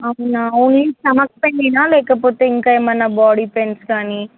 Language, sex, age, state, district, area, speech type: Telugu, female, 18-30, Telangana, Vikarabad, rural, conversation